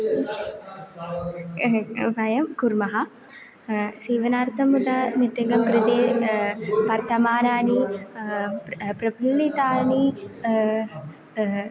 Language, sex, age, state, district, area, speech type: Sanskrit, female, 18-30, Kerala, Kannur, rural, spontaneous